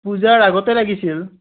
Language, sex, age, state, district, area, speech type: Assamese, male, 45-60, Assam, Morigaon, rural, conversation